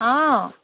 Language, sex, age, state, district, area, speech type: Assamese, female, 60+, Assam, Dibrugarh, rural, conversation